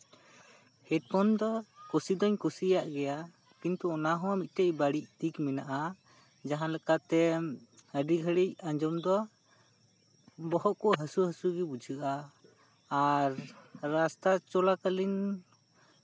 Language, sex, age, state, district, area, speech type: Santali, male, 30-45, West Bengal, Purba Bardhaman, rural, spontaneous